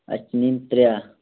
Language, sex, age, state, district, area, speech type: Kashmiri, male, 18-30, Jammu and Kashmir, Bandipora, rural, conversation